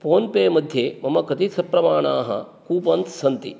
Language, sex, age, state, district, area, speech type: Sanskrit, male, 45-60, Karnataka, Shimoga, urban, read